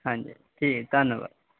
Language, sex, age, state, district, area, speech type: Punjabi, male, 18-30, Punjab, Barnala, rural, conversation